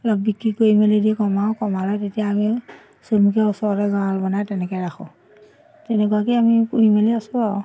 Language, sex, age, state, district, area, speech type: Assamese, female, 45-60, Assam, Majuli, urban, spontaneous